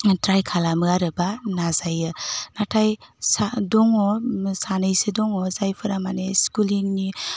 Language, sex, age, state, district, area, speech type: Bodo, female, 18-30, Assam, Udalguri, rural, spontaneous